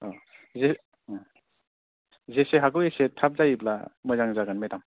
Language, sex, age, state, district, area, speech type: Bodo, male, 30-45, Assam, Kokrajhar, urban, conversation